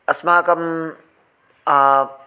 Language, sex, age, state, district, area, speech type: Sanskrit, male, 30-45, Telangana, Ranga Reddy, urban, spontaneous